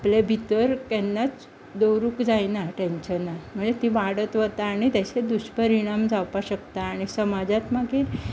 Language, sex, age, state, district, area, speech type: Goan Konkani, female, 60+, Goa, Bardez, rural, spontaneous